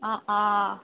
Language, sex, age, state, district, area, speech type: Assamese, female, 18-30, Assam, Nalbari, rural, conversation